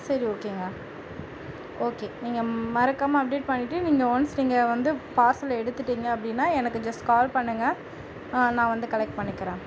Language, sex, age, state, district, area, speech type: Tamil, female, 30-45, Tamil Nadu, Tiruvarur, urban, spontaneous